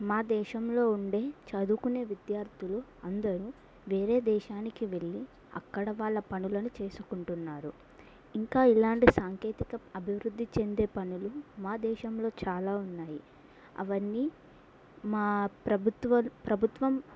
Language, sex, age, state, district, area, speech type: Telugu, female, 18-30, Telangana, Mulugu, rural, spontaneous